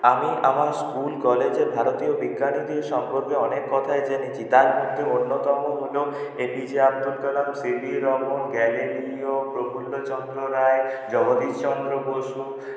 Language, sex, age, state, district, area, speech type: Bengali, male, 18-30, West Bengal, Purulia, urban, spontaneous